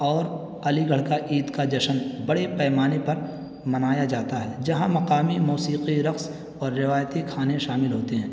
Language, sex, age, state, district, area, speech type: Urdu, male, 18-30, Uttar Pradesh, Balrampur, rural, spontaneous